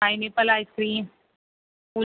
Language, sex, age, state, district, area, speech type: Gujarati, female, 30-45, Gujarat, Aravalli, urban, conversation